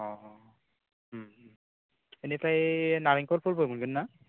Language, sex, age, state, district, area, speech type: Bodo, male, 18-30, Assam, Baksa, rural, conversation